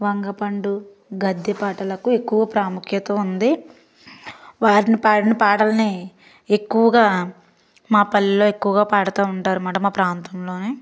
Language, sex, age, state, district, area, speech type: Telugu, female, 18-30, Andhra Pradesh, Palnadu, urban, spontaneous